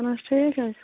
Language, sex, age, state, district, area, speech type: Kashmiri, female, 30-45, Jammu and Kashmir, Budgam, rural, conversation